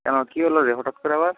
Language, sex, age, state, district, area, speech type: Bengali, male, 45-60, West Bengal, Purba Medinipur, rural, conversation